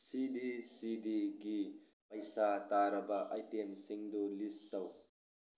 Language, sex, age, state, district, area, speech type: Manipuri, male, 30-45, Manipur, Tengnoupal, urban, read